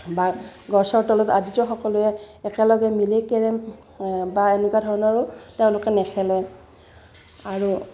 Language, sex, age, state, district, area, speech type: Assamese, female, 60+, Assam, Udalguri, rural, spontaneous